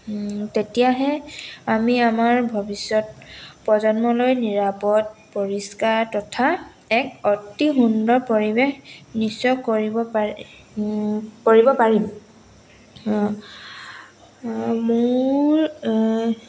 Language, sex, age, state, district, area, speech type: Assamese, female, 18-30, Assam, Dhemaji, urban, spontaneous